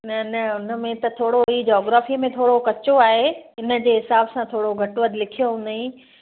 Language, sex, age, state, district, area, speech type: Sindhi, female, 45-60, Gujarat, Kutch, urban, conversation